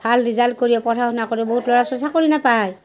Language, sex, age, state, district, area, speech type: Assamese, female, 45-60, Assam, Barpeta, rural, spontaneous